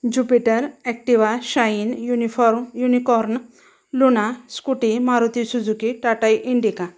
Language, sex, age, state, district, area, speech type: Marathi, female, 45-60, Maharashtra, Osmanabad, rural, spontaneous